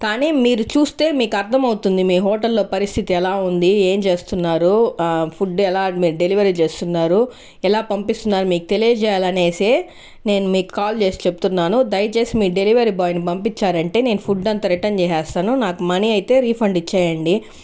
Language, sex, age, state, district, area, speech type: Telugu, female, 30-45, Andhra Pradesh, Sri Balaji, urban, spontaneous